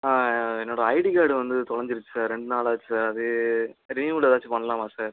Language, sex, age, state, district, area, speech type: Tamil, male, 18-30, Tamil Nadu, Pudukkottai, rural, conversation